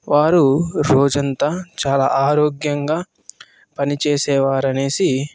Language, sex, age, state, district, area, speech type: Telugu, male, 18-30, Andhra Pradesh, Chittoor, rural, spontaneous